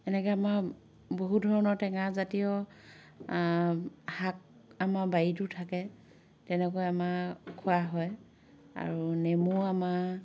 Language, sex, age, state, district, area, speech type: Assamese, female, 45-60, Assam, Dhemaji, rural, spontaneous